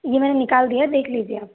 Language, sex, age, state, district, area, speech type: Hindi, female, 45-60, Madhya Pradesh, Balaghat, rural, conversation